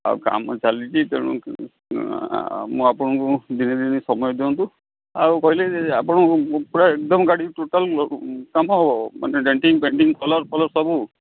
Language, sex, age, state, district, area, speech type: Odia, male, 45-60, Odisha, Jagatsinghpur, urban, conversation